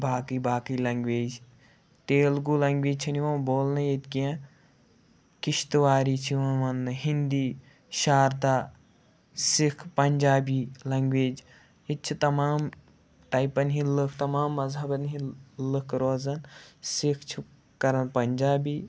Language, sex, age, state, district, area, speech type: Kashmiri, male, 18-30, Jammu and Kashmir, Pulwama, urban, spontaneous